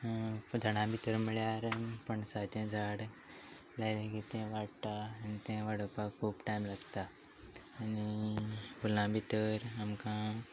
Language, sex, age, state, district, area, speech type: Goan Konkani, male, 30-45, Goa, Quepem, rural, spontaneous